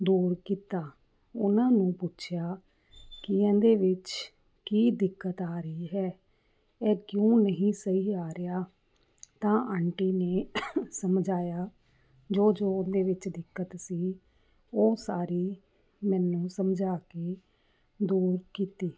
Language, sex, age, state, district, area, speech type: Punjabi, female, 30-45, Punjab, Fazilka, rural, spontaneous